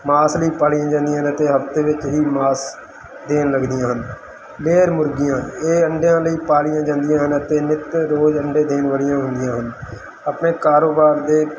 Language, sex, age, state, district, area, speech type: Punjabi, male, 30-45, Punjab, Mansa, urban, spontaneous